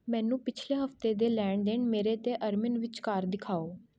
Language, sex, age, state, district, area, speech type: Punjabi, female, 18-30, Punjab, Shaheed Bhagat Singh Nagar, urban, read